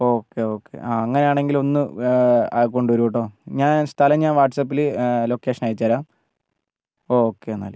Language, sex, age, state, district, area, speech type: Malayalam, male, 45-60, Kerala, Wayanad, rural, spontaneous